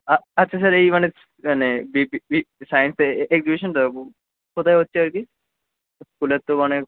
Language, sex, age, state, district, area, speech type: Bengali, male, 18-30, West Bengal, Kolkata, urban, conversation